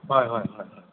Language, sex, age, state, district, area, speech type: Assamese, male, 30-45, Assam, Sivasagar, urban, conversation